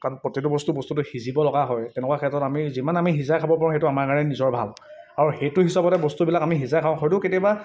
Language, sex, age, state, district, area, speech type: Assamese, male, 18-30, Assam, Sivasagar, rural, spontaneous